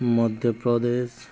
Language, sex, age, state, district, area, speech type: Odia, male, 30-45, Odisha, Nuapada, urban, spontaneous